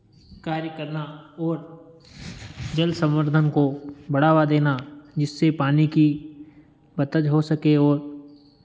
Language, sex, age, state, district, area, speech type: Hindi, male, 30-45, Madhya Pradesh, Ujjain, rural, spontaneous